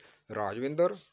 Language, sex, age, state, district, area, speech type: Punjabi, male, 45-60, Punjab, Amritsar, urban, spontaneous